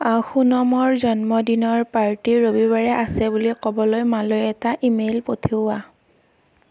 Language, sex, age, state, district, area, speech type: Assamese, female, 18-30, Assam, Darrang, rural, read